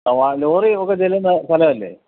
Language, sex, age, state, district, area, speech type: Malayalam, male, 45-60, Kerala, Kottayam, rural, conversation